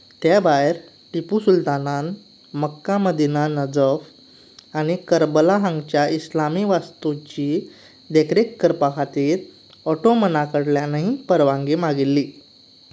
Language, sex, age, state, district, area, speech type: Goan Konkani, male, 18-30, Goa, Canacona, rural, read